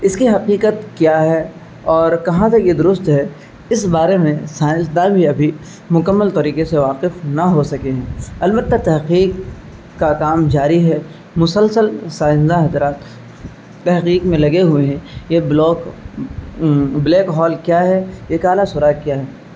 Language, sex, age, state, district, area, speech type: Urdu, male, 30-45, Uttar Pradesh, Azamgarh, rural, spontaneous